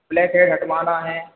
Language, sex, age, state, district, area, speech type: Hindi, male, 30-45, Madhya Pradesh, Hoshangabad, rural, conversation